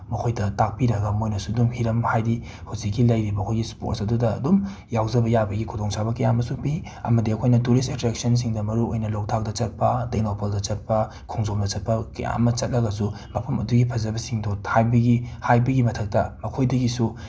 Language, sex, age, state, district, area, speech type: Manipuri, male, 18-30, Manipur, Imphal West, urban, spontaneous